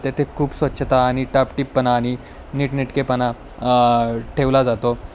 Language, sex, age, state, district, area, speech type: Marathi, male, 18-30, Maharashtra, Nanded, rural, spontaneous